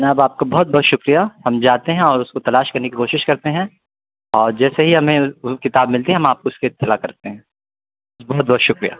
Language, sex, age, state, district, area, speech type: Urdu, male, 18-30, Uttar Pradesh, Azamgarh, rural, conversation